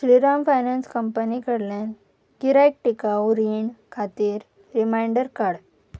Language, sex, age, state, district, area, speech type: Goan Konkani, female, 18-30, Goa, Salcete, urban, read